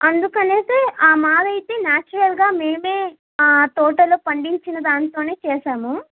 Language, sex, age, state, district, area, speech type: Telugu, female, 18-30, Telangana, Mancherial, rural, conversation